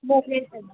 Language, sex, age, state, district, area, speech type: Sindhi, female, 18-30, Delhi, South Delhi, urban, conversation